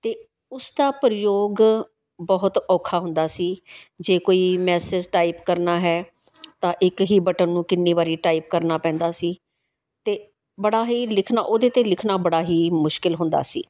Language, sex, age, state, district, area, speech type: Punjabi, female, 45-60, Punjab, Tarn Taran, urban, spontaneous